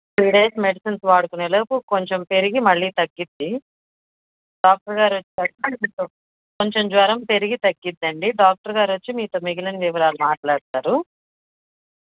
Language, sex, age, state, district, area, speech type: Telugu, female, 45-60, Andhra Pradesh, Bapatla, rural, conversation